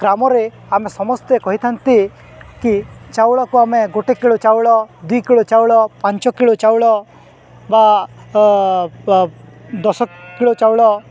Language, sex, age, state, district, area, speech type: Odia, male, 18-30, Odisha, Balangir, urban, spontaneous